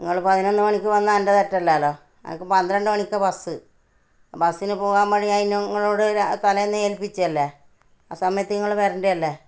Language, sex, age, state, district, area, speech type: Malayalam, female, 60+, Kerala, Kannur, rural, spontaneous